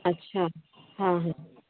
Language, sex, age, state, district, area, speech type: Hindi, female, 30-45, Madhya Pradesh, Jabalpur, urban, conversation